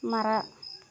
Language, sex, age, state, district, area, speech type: Kannada, female, 18-30, Karnataka, Davanagere, rural, read